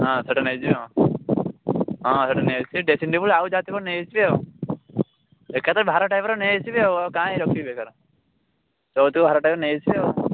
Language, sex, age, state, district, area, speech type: Odia, male, 18-30, Odisha, Jagatsinghpur, urban, conversation